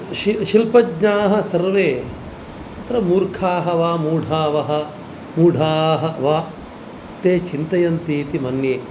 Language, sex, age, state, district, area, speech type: Sanskrit, male, 45-60, Karnataka, Dakshina Kannada, rural, spontaneous